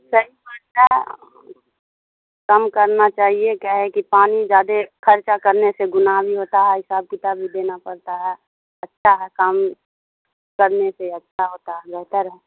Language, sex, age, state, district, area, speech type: Urdu, female, 60+, Bihar, Khagaria, rural, conversation